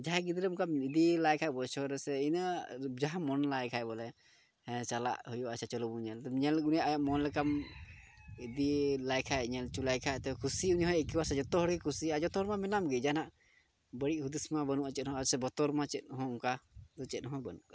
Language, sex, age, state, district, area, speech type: Santali, male, 18-30, Jharkhand, Pakur, rural, spontaneous